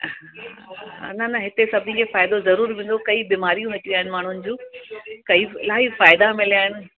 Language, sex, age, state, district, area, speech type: Sindhi, female, 45-60, Uttar Pradesh, Lucknow, urban, conversation